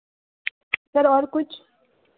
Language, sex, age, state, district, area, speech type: Hindi, female, 30-45, Madhya Pradesh, Betul, urban, conversation